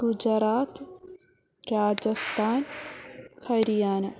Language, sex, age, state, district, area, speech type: Sanskrit, female, 18-30, Kerala, Thrissur, rural, spontaneous